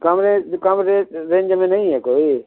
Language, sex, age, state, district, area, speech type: Urdu, male, 30-45, Uttar Pradesh, Mau, urban, conversation